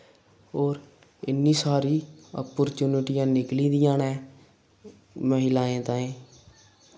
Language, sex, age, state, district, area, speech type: Dogri, male, 18-30, Jammu and Kashmir, Samba, rural, spontaneous